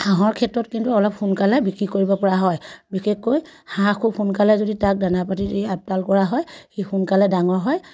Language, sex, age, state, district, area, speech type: Assamese, female, 30-45, Assam, Sivasagar, rural, spontaneous